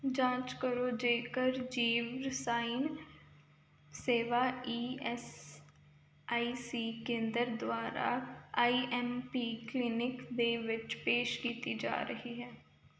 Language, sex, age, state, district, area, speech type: Punjabi, female, 18-30, Punjab, Kapurthala, urban, read